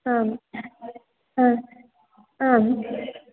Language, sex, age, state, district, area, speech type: Sanskrit, female, 18-30, Karnataka, Dakshina Kannada, rural, conversation